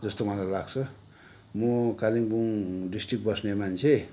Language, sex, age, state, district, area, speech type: Nepali, male, 60+, West Bengal, Kalimpong, rural, spontaneous